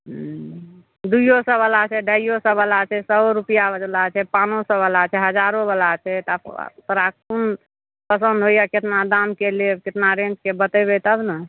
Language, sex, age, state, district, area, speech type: Maithili, female, 45-60, Bihar, Madhepura, rural, conversation